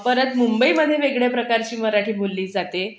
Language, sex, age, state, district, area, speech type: Marathi, female, 30-45, Maharashtra, Bhandara, urban, spontaneous